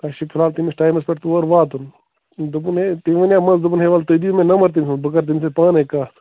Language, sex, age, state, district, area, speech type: Kashmiri, male, 30-45, Jammu and Kashmir, Bandipora, rural, conversation